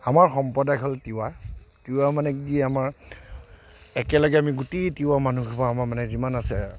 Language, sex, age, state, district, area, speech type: Assamese, male, 45-60, Assam, Kamrup Metropolitan, urban, spontaneous